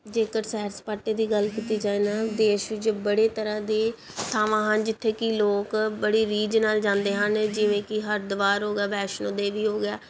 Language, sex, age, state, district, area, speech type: Punjabi, female, 18-30, Punjab, Pathankot, urban, spontaneous